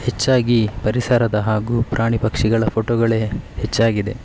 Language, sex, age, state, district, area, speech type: Kannada, male, 30-45, Karnataka, Udupi, rural, spontaneous